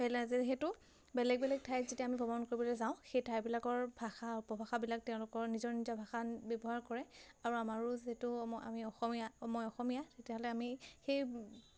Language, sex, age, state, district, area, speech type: Assamese, female, 18-30, Assam, Majuli, urban, spontaneous